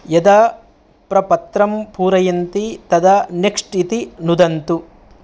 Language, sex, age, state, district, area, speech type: Sanskrit, male, 30-45, Telangana, Ranga Reddy, urban, read